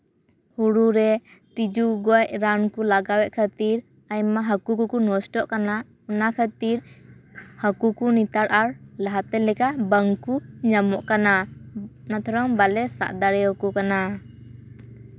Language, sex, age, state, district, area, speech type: Santali, female, 18-30, West Bengal, Purba Bardhaman, rural, spontaneous